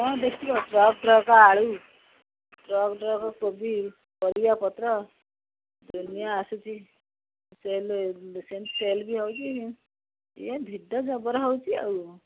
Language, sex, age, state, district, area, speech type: Odia, female, 60+, Odisha, Jagatsinghpur, rural, conversation